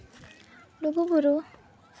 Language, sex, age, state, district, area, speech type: Santali, female, 18-30, West Bengal, Purba Bardhaman, rural, spontaneous